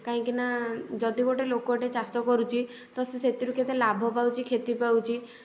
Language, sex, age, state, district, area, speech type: Odia, female, 18-30, Odisha, Puri, urban, spontaneous